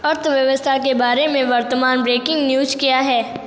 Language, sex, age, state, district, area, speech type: Hindi, female, 18-30, Rajasthan, Jodhpur, urban, read